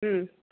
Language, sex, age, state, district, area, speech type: Kannada, female, 30-45, Karnataka, Mysore, urban, conversation